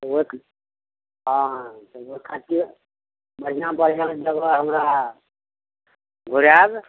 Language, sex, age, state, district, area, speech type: Maithili, male, 60+, Bihar, Araria, rural, conversation